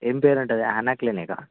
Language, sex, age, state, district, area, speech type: Telugu, male, 18-30, Telangana, Ranga Reddy, urban, conversation